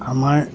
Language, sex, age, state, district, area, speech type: Assamese, male, 60+, Assam, Dibrugarh, rural, spontaneous